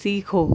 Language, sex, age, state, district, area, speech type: Urdu, female, 30-45, Delhi, South Delhi, rural, read